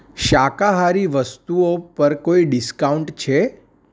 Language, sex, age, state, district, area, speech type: Gujarati, male, 18-30, Gujarat, Anand, urban, read